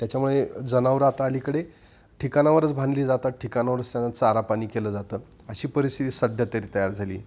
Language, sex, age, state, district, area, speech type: Marathi, male, 45-60, Maharashtra, Nashik, urban, spontaneous